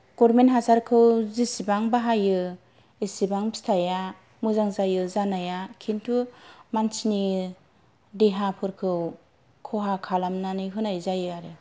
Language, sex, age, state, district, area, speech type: Bodo, female, 30-45, Assam, Kokrajhar, rural, spontaneous